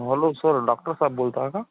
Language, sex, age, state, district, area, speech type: Marathi, male, 30-45, Maharashtra, Gadchiroli, rural, conversation